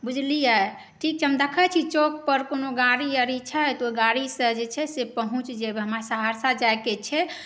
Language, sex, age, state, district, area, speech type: Maithili, female, 18-30, Bihar, Saharsa, urban, spontaneous